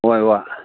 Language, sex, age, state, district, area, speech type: Manipuri, male, 60+, Manipur, Imphal East, rural, conversation